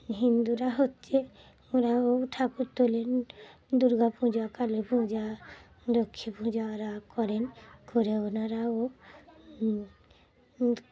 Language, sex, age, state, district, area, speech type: Bengali, female, 30-45, West Bengal, Dakshin Dinajpur, urban, spontaneous